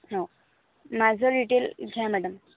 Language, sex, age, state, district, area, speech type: Marathi, female, 18-30, Maharashtra, Gondia, rural, conversation